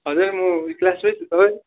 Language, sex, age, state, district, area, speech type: Nepali, male, 18-30, West Bengal, Darjeeling, rural, conversation